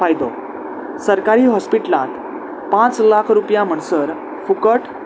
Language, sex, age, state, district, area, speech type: Goan Konkani, male, 18-30, Goa, Salcete, urban, spontaneous